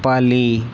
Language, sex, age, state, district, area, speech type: Hindi, male, 18-30, Rajasthan, Nagaur, rural, spontaneous